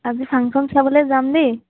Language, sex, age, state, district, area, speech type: Assamese, female, 18-30, Assam, Lakhimpur, urban, conversation